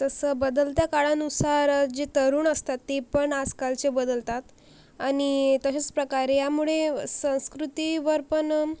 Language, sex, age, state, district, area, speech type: Marathi, female, 45-60, Maharashtra, Akola, rural, spontaneous